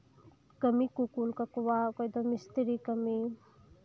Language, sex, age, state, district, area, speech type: Santali, female, 18-30, West Bengal, Birbhum, rural, spontaneous